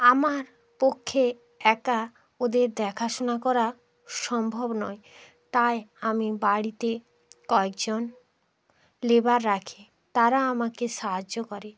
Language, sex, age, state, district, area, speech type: Bengali, female, 45-60, West Bengal, Hooghly, urban, spontaneous